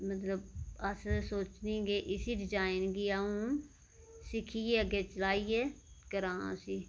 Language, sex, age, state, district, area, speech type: Dogri, female, 30-45, Jammu and Kashmir, Reasi, rural, spontaneous